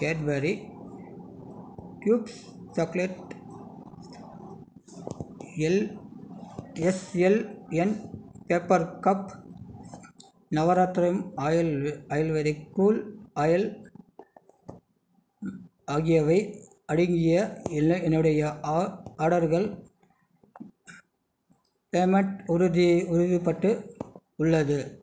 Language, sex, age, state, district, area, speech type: Tamil, male, 30-45, Tamil Nadu, Krishnagiri, rural, read